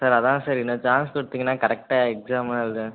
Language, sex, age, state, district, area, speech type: Tamil, male, 18-30, Tamil Nadu, Tiruchirappalli, rural, conversation